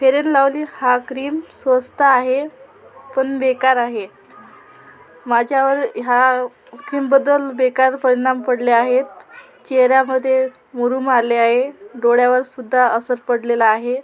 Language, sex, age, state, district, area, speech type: Marathi, female, 45-60, Maharashtra, Amravati, rural, spontaneous